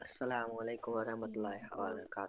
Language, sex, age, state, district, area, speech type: Kashmiri, male, 30-45, Jammu and Kashmir, Bandipora, rural, spontaneous